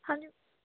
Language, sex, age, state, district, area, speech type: Punjabi, female, 18-30, Punjab, Sangrur, urban, conversation